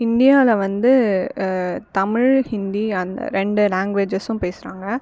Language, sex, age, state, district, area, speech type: Tamil, female, 45-60, Tamil Nadu, Viluppuram, urban, spontaneous